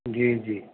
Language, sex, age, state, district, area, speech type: Urdu, male, 60+, Delhi, Central Delhi, urban, conversation